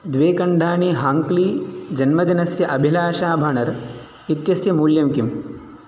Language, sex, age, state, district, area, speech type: Sanskrit, male, 18-30, Tamil Nadu, Chennai, urban, read